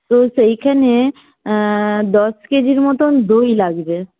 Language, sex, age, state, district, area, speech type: Bengali, female, 18-30, West Bengal, Paschim Medinipur, rural, conversation